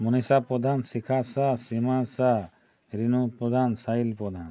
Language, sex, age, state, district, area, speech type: Odia, male, 45-60, Odisha, Kalahandi, rural, spontaneous